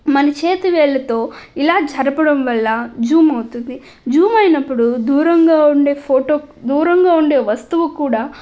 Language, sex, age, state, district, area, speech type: Telugu, female, 18-30, Andhra Pradesh, Nellore, rural, spontaneous